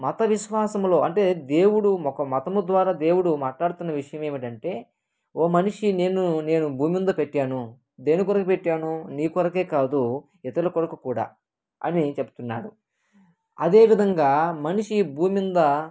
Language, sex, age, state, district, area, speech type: Telugu, male, 18-30, Andhra Pradesh, Kadapa, rural, spontaneous